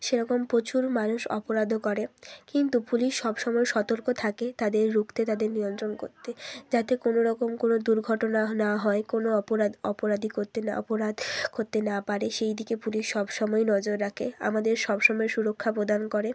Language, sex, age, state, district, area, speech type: Bengali, female, 30-45, West Bengal, Bankura, urban, spontaneous